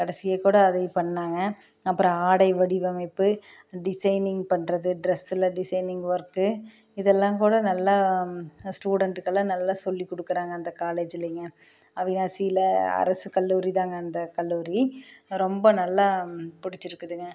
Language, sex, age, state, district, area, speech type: Tamil, female, 30-45, Tamil Nadu, Tiruppur, rural, spontaneous